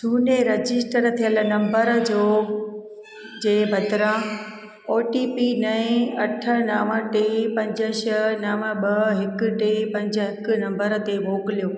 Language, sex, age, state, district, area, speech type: Sindhi, female, 45-60, Gujarat, Junagadh, urban, read